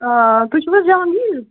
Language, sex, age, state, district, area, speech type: Kashmiri, female, 30-45, Jammu and Kashmir, Srinagar, urban, conversation